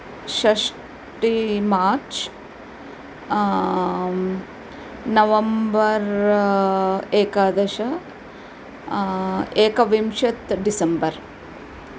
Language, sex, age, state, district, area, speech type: Sanskrit, female, 45-60, Karnataka, Mysore, urban, spontaneous